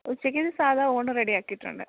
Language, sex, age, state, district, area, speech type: Malayalam, female, 18-30, Kerala, Alappuzha, rural, conversation